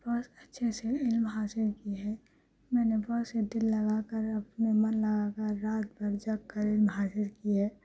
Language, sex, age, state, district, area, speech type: Urdu, female, 18-30, Telangana, Hyderabad, urban, spontaneous